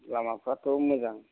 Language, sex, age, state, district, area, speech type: Bodo, male, 60+, Assam, Chirang, rural, conversation